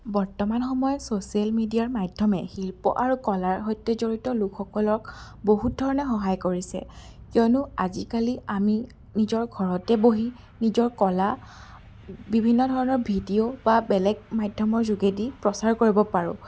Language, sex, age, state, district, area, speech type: Assamese, female, 18-30, Assam, Biswanath, rural, spontaneous